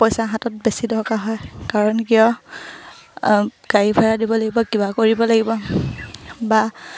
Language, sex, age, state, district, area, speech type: Assamese, female, 18-30, Assam, Sivasagar, rural, spontaneous